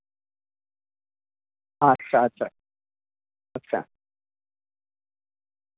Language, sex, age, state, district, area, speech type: Urdu, male, 30-45, Delhi, North East Delhi, urban, conversation